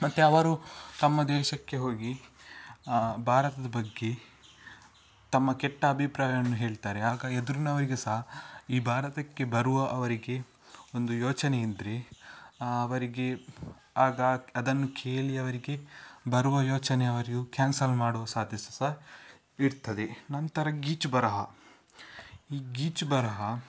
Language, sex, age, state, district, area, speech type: Kannada, male, 18-30, Karnataka, Udupi, rural, spontaneous